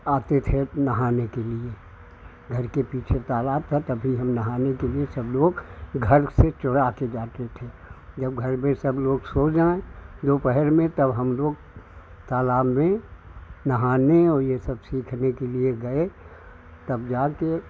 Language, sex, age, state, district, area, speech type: Hindi, male, 60+, Uttar Pradesh, Hardoi, rural, spontaneous